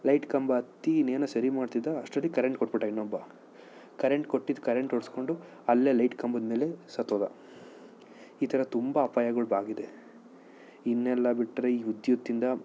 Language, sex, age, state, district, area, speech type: Kannada, male, 30-45, Karnataka, Chikkaballapur, urban, spontaneous